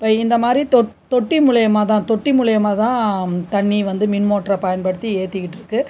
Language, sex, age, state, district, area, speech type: Tamil, female, 45-60, Tamil Nadu, Cuddalore, rural, spontaneous